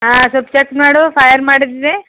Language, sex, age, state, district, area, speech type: Kannada, female, 45-60, Karnataka, Bidar, urban, conversation